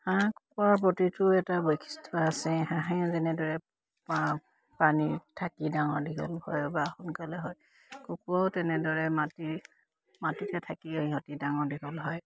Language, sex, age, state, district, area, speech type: Assamese, female, 45-60, Assam, Dibrugarh, rural, spontaneous